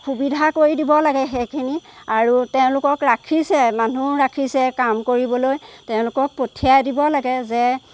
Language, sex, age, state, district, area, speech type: Assamese, female, 30-45, Assam, Golaghat, rural, spontaneous